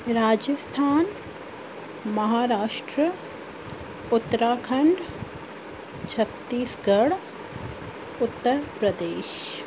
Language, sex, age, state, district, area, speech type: Sindhi, female, 30-45, Rajasthan, Ajmer, urban, spontaneous